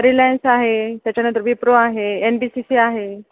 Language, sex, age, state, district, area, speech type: Marathi, female, 30-45, Maharashtra, Ahmednagar, urban, conversation